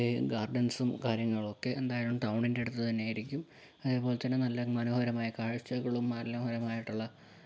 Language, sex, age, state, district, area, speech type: Malayalam, male, 18-30, Kerala, Kozhikode, urban, spontaneous